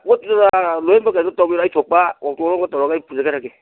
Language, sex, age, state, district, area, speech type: Manipuri, male, 60+, Manipur, Kangpokpi, urban, conversation